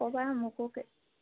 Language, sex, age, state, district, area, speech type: Assamese, female, 30-45, Assam, Majuli, urban, conversation